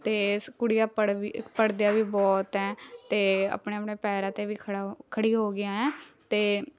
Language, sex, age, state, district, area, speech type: Punjabi, female, 18-30, Punjab, Shaheed Bhagat Singh Nagar, rural, spontaneous